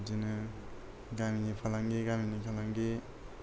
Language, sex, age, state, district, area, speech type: Bodo, male, 30-45, Assam, Kokrajhar, rural, spontaneous